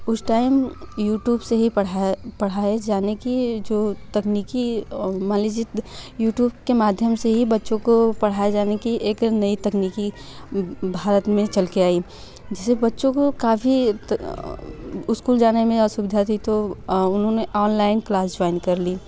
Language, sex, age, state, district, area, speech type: Hindi, female, 18-30, Uttar Pradesh, Varanasi, rural, spontaneous